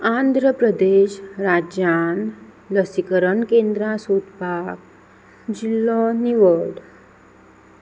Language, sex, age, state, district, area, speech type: Goan Konkani, female, 18-30, Goa, Ponda, rural, read